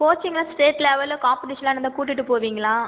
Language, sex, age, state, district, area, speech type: Tamil, female, 30-45, Tamil Nadu, Cuddalore, rural, conversation